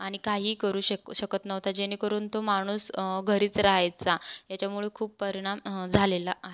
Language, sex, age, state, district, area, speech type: Marathi, female, 18-30, Maharashtra, Buldhana, rural, spontaneous